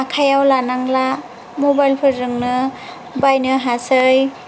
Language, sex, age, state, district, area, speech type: Bodo, female, 30-45, Assam, Chirang, rural, spontaneous